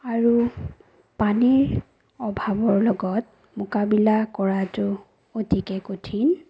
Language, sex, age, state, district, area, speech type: Assamese, female, 30-45, Assam, Sonitpur, rural, spontaneous